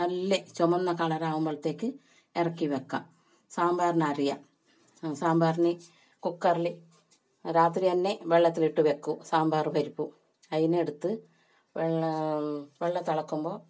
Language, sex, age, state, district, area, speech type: Malayalam, female, 45-60, Kerala, Kasaragod, rural, spontaneous